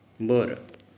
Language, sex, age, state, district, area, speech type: Marathi, male, 30-45, Maharashtra, Ratnagiri, urban, spontaneous